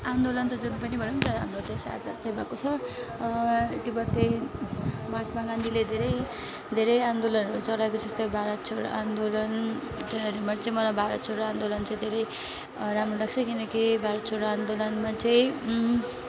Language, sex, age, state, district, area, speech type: Nepali, female, 30-45, West Bengal, Alipurduar, rural, spontaneous